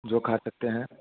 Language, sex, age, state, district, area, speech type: Hindi, male, 30-45, Bihar, Vaishali, rural, conversation